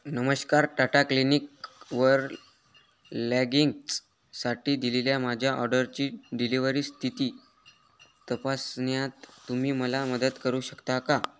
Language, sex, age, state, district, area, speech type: Marathi, male, 18-30, Maharashtra, Hingoli, urban, read